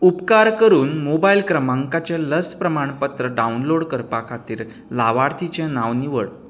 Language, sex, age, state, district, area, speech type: Goan Konkani, male, 30-45, Goa, Canacona, rural, read